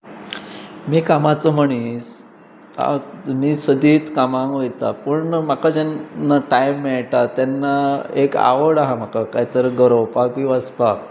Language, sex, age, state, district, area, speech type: Goan Konkani, male, 45-60, Goa, Pernem, rural, spontaneous